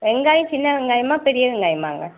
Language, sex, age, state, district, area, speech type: Tamil, female, 45-60, Tamil Nadu, Thanjavur, rural, conversation